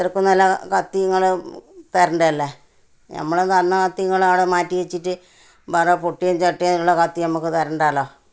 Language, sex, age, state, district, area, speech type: Malayalam, female, 60+, Kerala, Kannur, rural, spontaneous